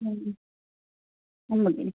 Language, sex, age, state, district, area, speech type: Sanskrit, female, 60+, Karnataka, Bangalore Urban, urban, conversation